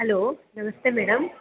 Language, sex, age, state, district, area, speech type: Kannada, female, 18-30, Karnataka, Mysore, urban, conversation